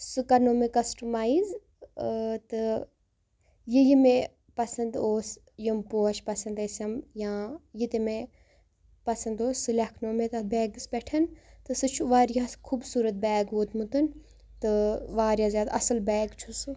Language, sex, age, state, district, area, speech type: Kashmiri, female, 18-30, Jammu and Kashmir, Baramulla, rural, spontaneous